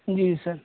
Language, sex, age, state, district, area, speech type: Urdu, male, 18-30, Uttar Pradesh, Siddharthnagar, rural, conversation